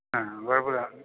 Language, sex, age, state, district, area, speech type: Malayalam, male, 60+, Kerala, Idukki, rural, conversation